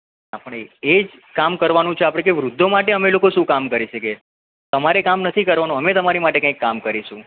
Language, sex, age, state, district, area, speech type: Gujarati, male, 30-45, Gujarat, Ahmedabad, urban, conversation